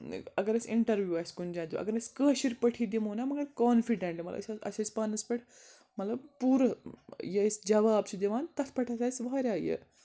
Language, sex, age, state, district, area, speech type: Kashmiri, female, 18-30, Jammu and Kashmir, Srinagar, urban, spontaneous